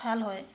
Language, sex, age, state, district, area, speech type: Assamese, female, 60+, Assam, Charaideo, urban, spontaneous